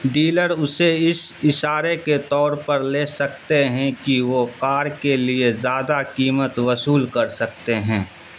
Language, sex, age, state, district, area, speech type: Urdu, male, 45-60, Bihar, Supaul, rural, read